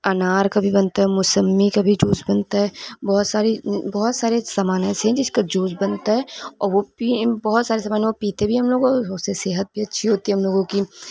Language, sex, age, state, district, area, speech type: Urdu, female, 30-45, Uttar Pradesh, Lucknow, rural, spontaneous